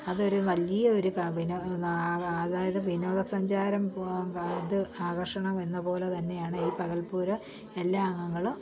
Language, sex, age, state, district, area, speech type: Malayalam, female, 45-60, Kerala, Kottayam, rural, spontaneous